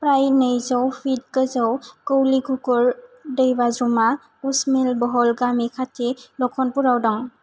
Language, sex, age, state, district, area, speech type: Bodo, female, 18-30, Assam, Kokrajhar, rural, read